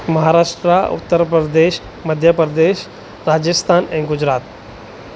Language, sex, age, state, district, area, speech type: Sindhi, male, 30-45, Maharashtra, Thane, urban, spontaneous